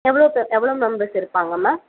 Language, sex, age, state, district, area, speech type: Tamil, female, 45-60, Tamil Nadu, Tiruvallur, urban, conversation